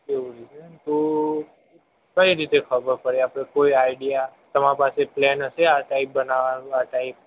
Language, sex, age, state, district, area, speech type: Gujarati, male, 60+, Gujarat, Aravalli, urban, conversation